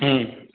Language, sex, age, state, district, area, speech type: Assamese, male, 30-45, Assam, Sivasagar, urban, conversation